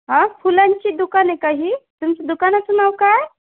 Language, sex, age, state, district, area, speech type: Marathi, female, 30-45, Maharashtra, Nanded, urban, conversation